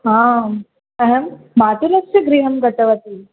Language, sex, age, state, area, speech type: Sanskrit, female, 18-30, Rajasthan, urban, conversation